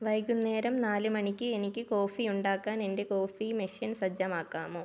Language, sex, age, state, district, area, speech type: Malayalam, female, 18-30, Kerala, Thiruvananthapuram, rural, read